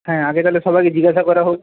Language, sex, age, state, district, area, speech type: Bengali, male, 18-30, West Bengal, Purba Medinipur, rural, conversation